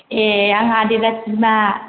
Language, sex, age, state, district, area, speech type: Bodo, female, 30-45, Assam, Chirang, urban, conversation